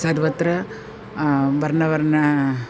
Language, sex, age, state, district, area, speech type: Sanskrit, female, 60+, Tamil Nadu, Chennai, urban, spontaneous